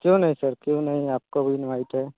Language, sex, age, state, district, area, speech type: Hindi, male, 30-45, Uttar Pradesh, Mirzapur, rural, conversation